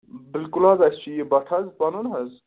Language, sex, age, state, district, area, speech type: Kashmiri, male, 30-45, Jammu and Kashmir, Anantnag, rural, conversation